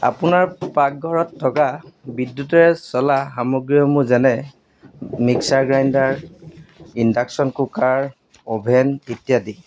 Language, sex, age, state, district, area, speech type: Assamese, male, 30-45, Assam, Golaghat, urban, spontaneous